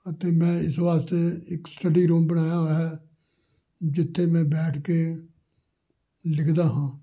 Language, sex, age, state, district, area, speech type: Punjabi, male, 60+, Punjab, Amritsar, urban, spontaneous